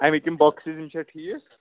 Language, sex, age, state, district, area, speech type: Kashmiri, male, 30-45, Jammu and Kashmir, Anantnag, rural, conversation